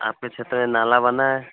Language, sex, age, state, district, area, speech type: Hindi, male, 18-30, Bihar, Vaishali, rural, conversation